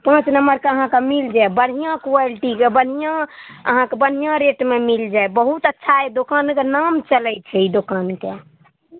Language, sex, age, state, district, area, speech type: Maithili, female, 18-30, Bihar, Araria, urban, conversation